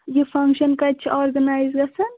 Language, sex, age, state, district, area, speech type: Kashmiri, female, 18-30, Jammu and Kashmir, Pulwama, rural, conversation